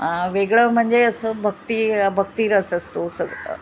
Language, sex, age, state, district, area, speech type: Marathi, female, 45-60, Maharashtra, Mumbai Suburban, urban, spontaneous